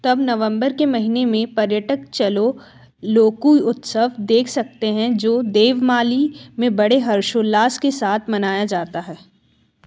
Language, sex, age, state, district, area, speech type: Hindi, female, 18-30, Madhya Pradesh, Jabalpur, urban, read